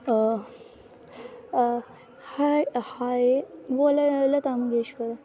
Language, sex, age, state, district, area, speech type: Dogri, female, 18-30, Jammu and Kashmir, Kathua, rural, spontaneous